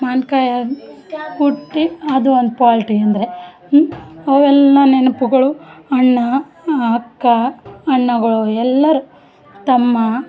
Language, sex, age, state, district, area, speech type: Kannada, female, 45-60, Karnataka, Vijayanagara, rural, spontaneous